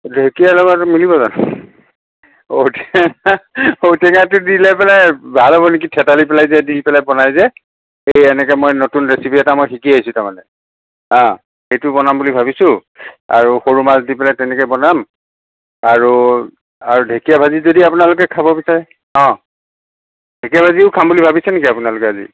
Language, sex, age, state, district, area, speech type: Assamese, male, 45-60, Assam, Sonitpur, rural, conversation